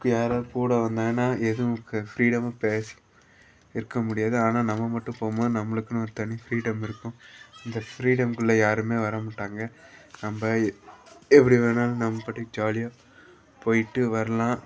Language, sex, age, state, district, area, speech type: Tamil, male, 18-30, Tamil Nadu, Perambalur, rural, spontaneous